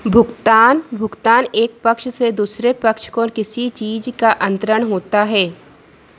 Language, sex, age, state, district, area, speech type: Hindi, female, 30-45, Madhya Pradesh, Harda, urban, read